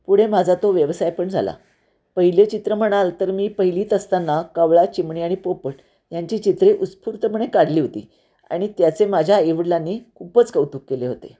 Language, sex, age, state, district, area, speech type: Marathi, female, 60+, Maharashtra, Nashik, urban, spontaneous